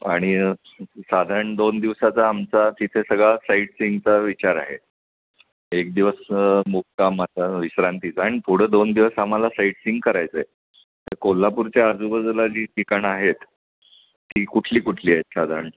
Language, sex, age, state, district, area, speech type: Marathi, male, 60+, Maharashtra, Kolhapur, urban, conversation